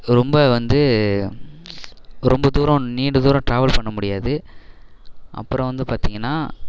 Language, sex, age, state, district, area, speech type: Tamil, male, 18-30, Tamil Nadu, Perambalur, urban, spontaneous